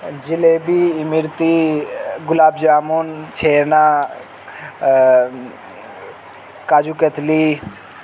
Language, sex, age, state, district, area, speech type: Urdu, male, 18-30, Uttar Pradesh, Azamgarh, rural, spontaneous